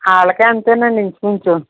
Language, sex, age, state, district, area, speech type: Telugu, female, 45-60, Andhra Pradesh, Eluru, rural, conversation